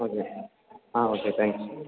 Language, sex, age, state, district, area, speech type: Tamil, male, 18-30, Tamil Nadu, Perambalur, urban, conversation